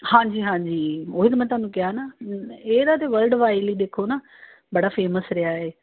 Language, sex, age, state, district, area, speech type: Punjabi, female, 30-45, Punjab, Tarn Taran, urban, conversation